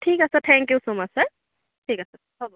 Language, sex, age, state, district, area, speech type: Assamese, female, 30-45, Assam, Dibrugarh, rural, conversation